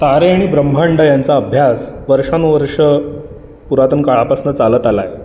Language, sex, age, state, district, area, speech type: Marathi, male, 30-45, Maharashtra, Ratnagiri, urban, spontaneous